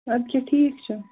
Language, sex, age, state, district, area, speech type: Kashmiri, female, 18-30, Jammu and Kashmir, Baramulla, rural, conversation